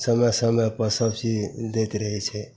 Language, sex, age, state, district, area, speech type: Maithili, male, 60+, Bihar, Madhepura, rural, spontaneous